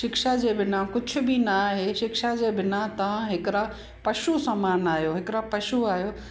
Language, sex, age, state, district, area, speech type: Sindhi, female, 45-60, Gujarat, Kutch, rural, spontaneous